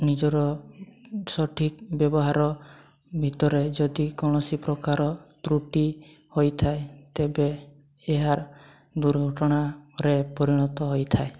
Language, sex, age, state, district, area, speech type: Odia, male, 18-30, Odisha, Mayurbhanj, rural, spontaneous